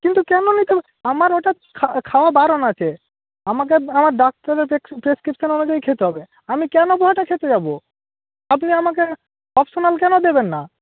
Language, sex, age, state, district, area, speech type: Bengali, male, 18-30, West Bengal, Purba Medinipur, rural, conversation